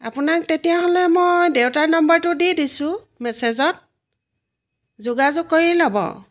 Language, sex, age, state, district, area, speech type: Assamese, female, 45-60, Assam, Jorhat, urban, spontaneous